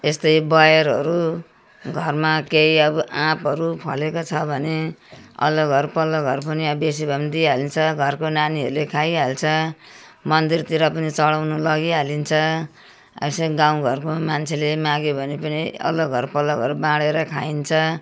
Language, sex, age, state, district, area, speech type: Nepali, female, 60+, West Bengal, Darjeeling, urban, spontaneous